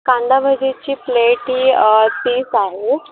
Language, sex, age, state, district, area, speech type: Marathi, female, 18-30, Maharashtra, Sindhudurg, rural, conversation